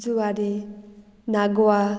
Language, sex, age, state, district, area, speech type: Goan Konkani, female, 18-30, Goa, Murmgao, urban, spontaneous